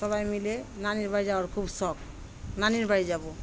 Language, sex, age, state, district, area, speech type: Bengali, female, 45-60, West Bengal, Murshidabad, rural, spontaneous